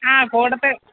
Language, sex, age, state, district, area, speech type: Malayalam, female, 45-60, Kerala, Kottayam, urban, conversation